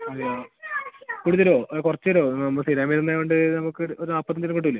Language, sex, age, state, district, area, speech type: Malayalam, male, 18-30, Kerala, Kasaragod, rural, conversation